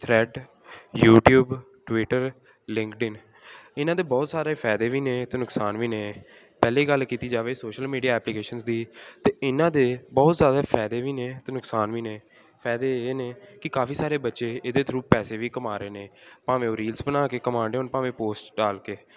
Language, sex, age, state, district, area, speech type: Punjabi, male, 18-30, Punjab, Gurdaspur, rural, spontaneous